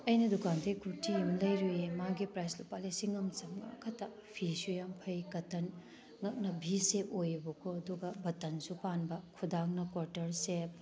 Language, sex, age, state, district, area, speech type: Manipuri, female, 30-45, Manipur, Tengnoupal, rural, spontaneous